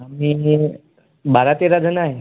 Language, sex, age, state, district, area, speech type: Marathi, male, 18-30, Maharashtra, Yavatmal, urban, conversation